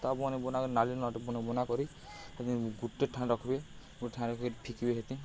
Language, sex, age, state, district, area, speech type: Odia, male, 18-30, Odisha, Balangir, urban, spontaneous